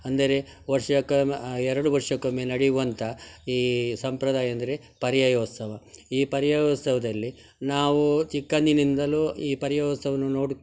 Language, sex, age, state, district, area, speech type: Kannada, male, 60+, Karnataka, Udupi, rural, spontaneous